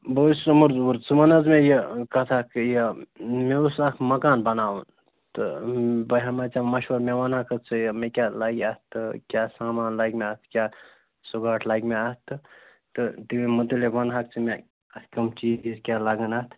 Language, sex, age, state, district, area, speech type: Kashmiri, male, 30-45, Jammu and Kashmir, Bandipora, rural, conversation